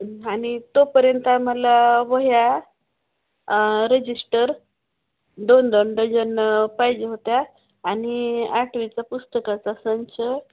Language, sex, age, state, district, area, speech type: Marathi, female, 45-60, Maharashtra, Osmanabad, rural, conversation